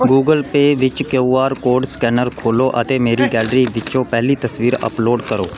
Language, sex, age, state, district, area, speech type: Punjabi, male, 30-45, Punjab, Pathankot, rural, read